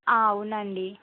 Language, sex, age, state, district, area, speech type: Telugu, female, 18-30, Telangana, Suryapet, urban, conversation